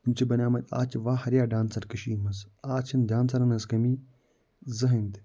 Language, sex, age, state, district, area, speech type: Kashmiri, male, 45-60, Jammu and Kashmir, Budgam, urban, spontaneous